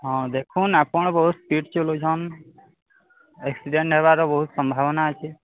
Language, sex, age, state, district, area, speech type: Odia, male, 30-45, Odisha, Balangir, urban, conversation